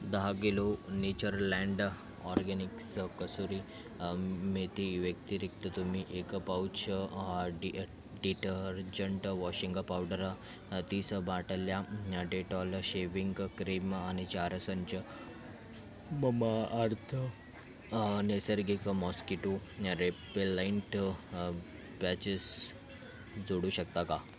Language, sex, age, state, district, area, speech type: Marathi, male, 18-30, Maharashtra, Thane, urban, read